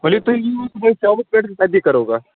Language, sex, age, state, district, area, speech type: Kashmiri, male, 18-30, Jammu and Kashmir, Kupwara, rural, conversation